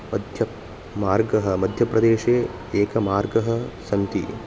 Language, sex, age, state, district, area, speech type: Sanskrit, male, 18-30, Karnataka, Uttara Kannada, urban, spontaneous